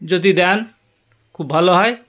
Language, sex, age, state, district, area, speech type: Bengali, male, 60+, West Bengal, South 24 Parganas, rural, spontaneous